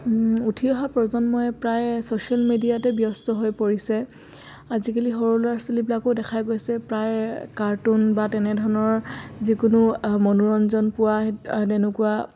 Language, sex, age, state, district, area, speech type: Assamese, female, 18-30, Assam, Dhemaji, rural, spontaneous